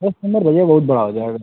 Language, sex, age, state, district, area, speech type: Hindi, male, 18-30, Uttar Pradesh, Azamgarh, rural, conversation